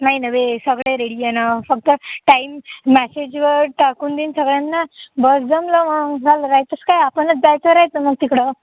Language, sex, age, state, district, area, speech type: Marathi, female, 18-30, Maharashtra, Amravati, urban, conversation